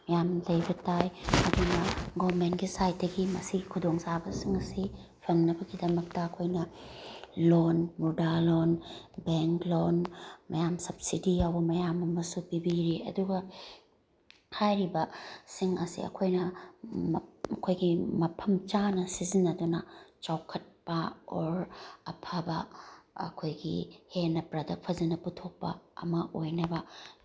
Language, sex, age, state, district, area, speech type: Manipuri, female, 30-45, Manipur, Bishnupur, rural, spontaneous